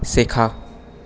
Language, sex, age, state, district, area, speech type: Bengali, male, 18-30, West Bengal, Paschim Bardhaman, urban, read